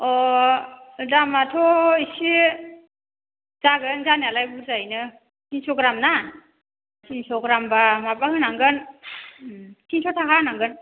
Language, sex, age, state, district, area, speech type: Bodo, female, 45-60, Assam, Baksa, rural, conversation